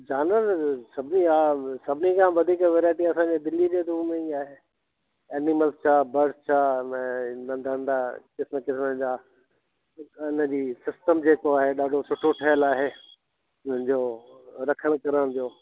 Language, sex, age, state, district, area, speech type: Sindhi, male, 60+, Delhi, South Delhi, urban, conversation